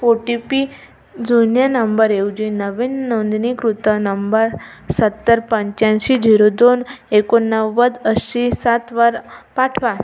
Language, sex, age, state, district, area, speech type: Marathi, female, 18-30, Maharashtra, Amravati, urban, read